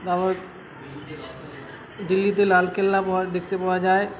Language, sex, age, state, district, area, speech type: Bengali, male, 18-30, West Bengal, Uttar Dinajpur, rural, spontaneous